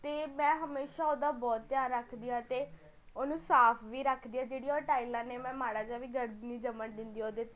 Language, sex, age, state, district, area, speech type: Punjabi, female, 18-30, Punjab, Patiala, urban, spontaneous